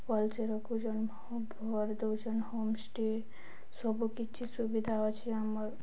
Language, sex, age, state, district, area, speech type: Odia, female, 18-30, Odisha, Balangir, urban, spontaneous